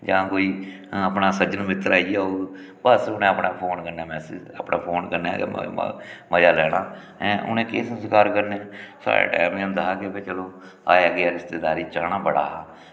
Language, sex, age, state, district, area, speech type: Dogri, male, 45-60, Jammu and Kashmir, Samba, rural, spontaneous